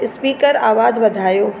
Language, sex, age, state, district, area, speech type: Sindhi, female, 30-45, Madhya Pradesh, Katni, rural, read